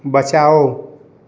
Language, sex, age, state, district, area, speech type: Hindi, male, 18-30, Uttar Pradesh, Ghazipur, urban, read